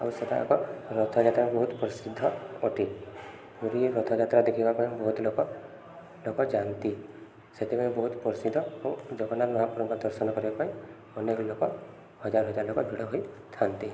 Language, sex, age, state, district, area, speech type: Odia, male, 18-30, Odisha, Subarnapur, urban, spontaneous